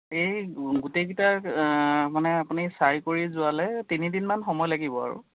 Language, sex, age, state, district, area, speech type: Assamese, male, 30-45, Assam, Golaghat, rural, conversation